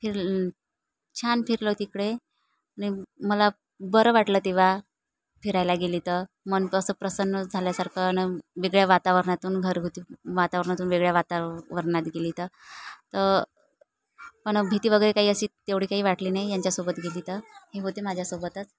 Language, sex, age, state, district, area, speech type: Marathi, female, 30-45, Maharashtra, Nagpur, rural, spontaneous